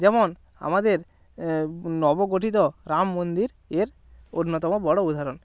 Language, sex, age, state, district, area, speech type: Bengali, male, 18-30, West Bengal, Jalpaiguri, rural, spontaneous